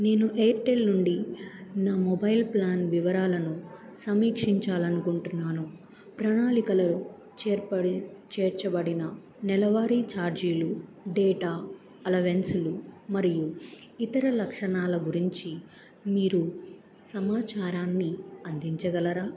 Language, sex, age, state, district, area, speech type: Telugu, female, 18-30, Andhra Pradesh, Bapatla, rural, read